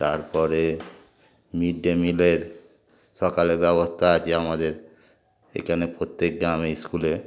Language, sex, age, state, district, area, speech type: Bengali, male, 60+, West Bengal, Darjeeling, urban, spontaneous